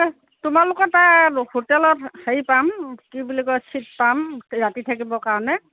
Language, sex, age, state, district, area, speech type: Assamese, female, 45-60, Assam, Dhemaji, rural, conversation